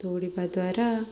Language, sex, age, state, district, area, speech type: Odia, female, 18-30, Odisha, Sundergarh, urban, spontaneous